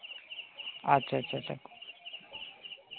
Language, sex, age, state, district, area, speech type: Santali, male, 18-30, West Bengal, Jhargram, rural, conversation